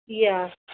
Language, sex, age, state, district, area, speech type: Goan Konkani, female, 30-45, Goa, Salcete, rural, conversation